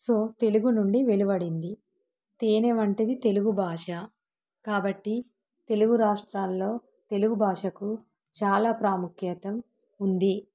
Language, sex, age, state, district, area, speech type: Telugu, female, 30-45, Telangana, Warangal, rural, spontaneous